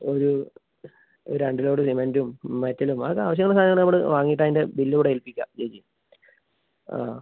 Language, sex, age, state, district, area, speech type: Malayalam, male, 30-45, Kerala, Palakkad, urban, conversation